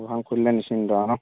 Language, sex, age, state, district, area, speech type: Assamese, male, 30-45, Assam, Dibrugarh, rural, conversation